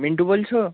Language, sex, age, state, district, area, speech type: Bengali, male, 18-30, West Bengal, Bankura, rural, conversation